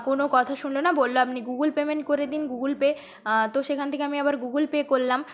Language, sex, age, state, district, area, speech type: Bengali, female, 30-45, West Bengal, Nadia, rural, spontaneous